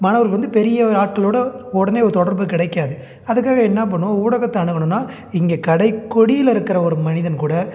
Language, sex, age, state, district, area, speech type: Tamil, male, 30-45, Tamil Nadu, Salem, rural, spontaneous